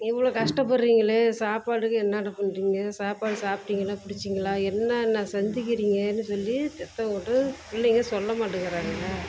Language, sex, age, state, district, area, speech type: Tamil, female, 30-45, Tamil Nadu, Salem, rural, spontaneous